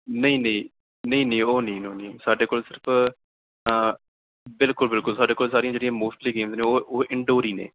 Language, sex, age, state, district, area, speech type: Punjabi, male, 18-30, Punjab, Barnala, rural, conversation